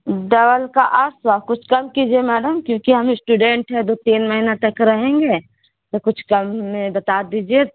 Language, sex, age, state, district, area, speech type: Urdu, female, 30-45, Bihar, Gaya, urban, conversation